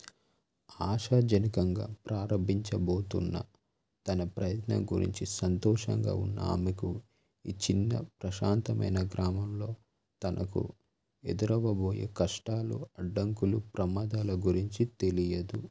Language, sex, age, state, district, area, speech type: Telugu, male, 30-45, Telangana, Adilabad, rural, read